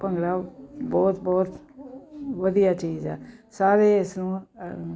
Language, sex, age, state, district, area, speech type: Punjabi, female, 60+, Punjab, Jalandhar, urban, spontaneous